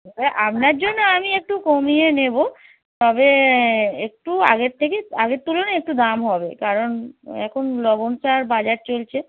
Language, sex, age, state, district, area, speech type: Bengali, female, 45-60, West Bengal, Hooghly, rural, conversation